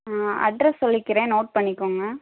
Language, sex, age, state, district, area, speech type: Tamil, female, 30-45, Tamil Nadu, Madurai, urban, conversation